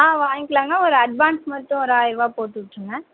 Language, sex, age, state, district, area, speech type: Tamil, female, 18-30, Tamil Nadu, Tiruchirappalli, rural, conversation